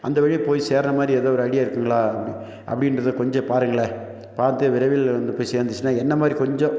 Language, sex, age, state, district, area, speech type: Tamil, male, 45-60, Tamil Nadu, Nilgiris, urban, spontaneous